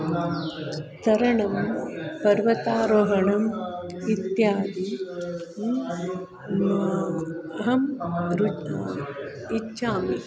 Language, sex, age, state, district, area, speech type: Sanskrit, female, 45-60, Karnataka, Shimoga, rural, spontaneous